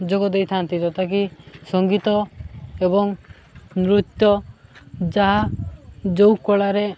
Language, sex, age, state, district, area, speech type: Odia, male, 18-30, Odisha, Malkangiri, urban, spontaneous